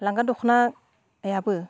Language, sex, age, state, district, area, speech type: Bodo, female, 45-60, Assam, Udalguri, rural, spontaneous